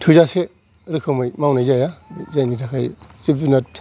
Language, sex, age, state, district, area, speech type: Bodo, male, 45-60, Assam, Kokrajhar, urban, spontaneous